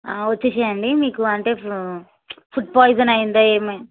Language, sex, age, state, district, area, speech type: Telugu, female, 18-30, Telangana, Ranga Reddy, rural, conversation